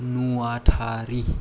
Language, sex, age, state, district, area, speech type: Bodo, male, 18-30, Assam, Kokrajhar, rural, read